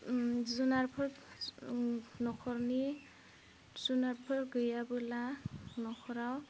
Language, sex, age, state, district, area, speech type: Bodo, female, 18-30, Assam, Udalguri, rural, spontaneous